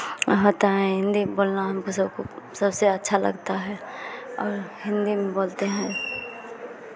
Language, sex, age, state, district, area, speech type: Hindi, female, 18-30, Bihar, Madhepura, rural, spontaneous